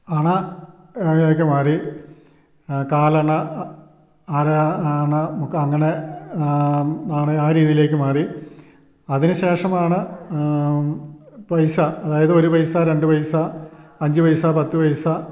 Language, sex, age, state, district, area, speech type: Malayalam, male, 60+, Kerala, Idukki, rural, spontaneous